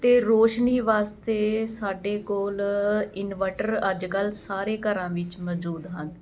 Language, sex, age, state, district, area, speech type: Punjabi, female, 45-60, Punjab, Ludhiana, urban, spontaneous